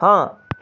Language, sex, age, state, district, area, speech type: Punjabi, male, 30-45, Punjab, Tarn Taran, urban, read